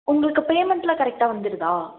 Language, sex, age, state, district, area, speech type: Tamil, female, 18-30, Tamil Nadu, Salem, rural, conversation